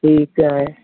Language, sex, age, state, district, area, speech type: Sindhi, female, 60+, Rajasthan, Ajmer, urban, conversation